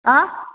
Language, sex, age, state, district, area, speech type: Marathi, female, 60+, Maharashtra, Mumbai Suburban, urban, conversation